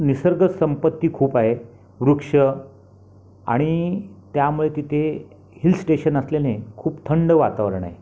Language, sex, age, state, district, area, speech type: Marathi, male, 60+, Maharashtra, Raigad, rural, spontaneous